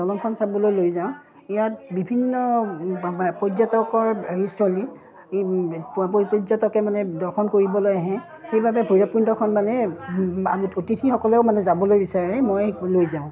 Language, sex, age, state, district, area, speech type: Assamese, female, 45-60, Assam, Udalguri, rural, spontaneous